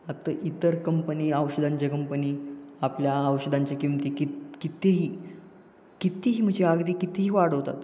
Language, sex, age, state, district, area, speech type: Marathi, male, 18-30, Maharashtra, Ratnagiri, urban, spontaneous